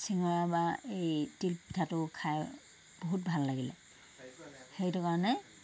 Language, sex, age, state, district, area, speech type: Assamese, female, 60+, Assam, Tinsukia, rural, spontaneous